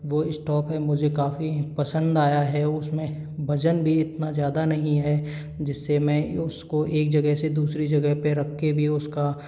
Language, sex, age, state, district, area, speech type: Hindi, male, 30-45, Rajasthan, Karauli, rural, spontaneous